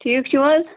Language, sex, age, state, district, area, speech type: Kashmiri, female, 18-30, Jammu and Kashmir, Budgam, rural, conversation